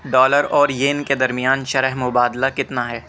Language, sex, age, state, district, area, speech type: Urdu, male, 18-30, Delhi, North West Delhi, urban, read